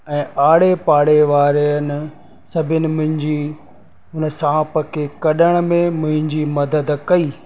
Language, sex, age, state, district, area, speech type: Sindhi, male, 30-45, Rajasthan, Ajmer, urban, spontaneous